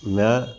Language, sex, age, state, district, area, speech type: Punjabi, male, 60+, Punjab, Amritsar, urban, spontaneous